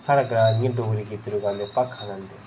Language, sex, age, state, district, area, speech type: Dogri, male, 18-30, Jammu and Kashmir, Reasi, rural, spontaneous